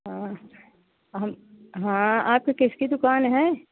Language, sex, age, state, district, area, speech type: Hindi, female, 60+, Uttar Pradesh, Pratapgarh, rural, conversation